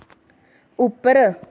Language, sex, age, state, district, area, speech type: Dogri, female, 30-45, Jammu and Kashmir, Samba, urban, read